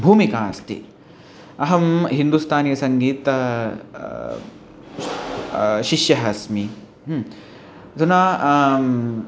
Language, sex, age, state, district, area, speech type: Sanskrit, male, 18-30, Punjab, Amritsar, urban, spontaneous